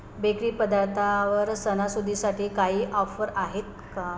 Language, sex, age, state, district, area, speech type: Marathi, female, 30-45, Maharashtra, Nagpur, urban, read